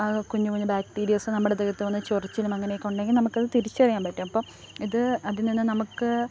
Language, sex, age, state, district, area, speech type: Malayalam, female, 18-30, Kerala, Thiruvananthapuram, rural, spontaneous